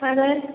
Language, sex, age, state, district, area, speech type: Malayalam, female, 18-30, Kerala, Kannur, urban, conversation